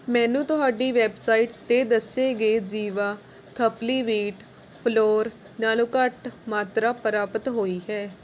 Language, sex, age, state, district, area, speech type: Punjabi, female, 18-30, Punjab, Rupnagar, rural, read